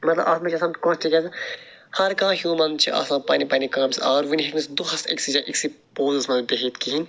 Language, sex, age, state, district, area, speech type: Kashmiri, male, 45-60, Jammu and Kashmir, Srinagar, urban, spontaneous